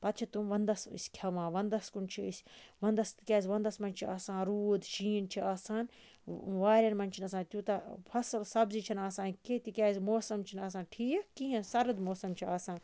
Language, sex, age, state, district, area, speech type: Kashmiri, female, 30-45, Jammu and Kashmir, Baramulla, rural, spontaneous